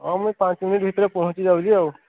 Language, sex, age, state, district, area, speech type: Odia, male, 30-45, Odisha, Sambalpur, rural, conversation